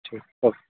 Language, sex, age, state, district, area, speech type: Hindi, male, 60+, Madhya Pradesh, Bhopal, urban, conversation